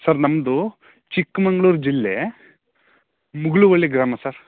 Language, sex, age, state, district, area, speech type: Kannada, male, 18-30, Karnataka, Chikkamagaluru, rural, conversation